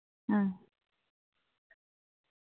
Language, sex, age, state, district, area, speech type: Dogri, female, 30-45, Jammu and Kashmir, Jammu, rural, conversation